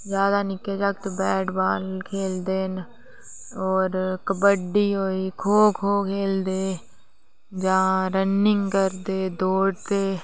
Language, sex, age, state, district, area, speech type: Dogri, female, 18-30, Jammu and Kashmir, Reasi, rural, spontaneous